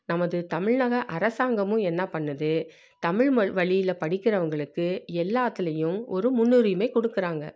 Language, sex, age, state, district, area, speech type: Tamil, female, 45-60, Tamil Nadu, Salem, rural, spontaneous